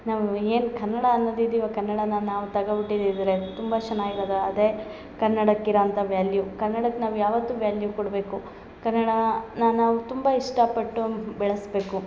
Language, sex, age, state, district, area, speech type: Kannada, female, 30-45, Karnataka, Hassan, urban, spontaneous